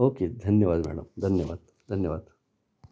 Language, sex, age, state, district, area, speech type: Marathi, male, 45-60, Maharashtra, Nashik, urban, spontaneous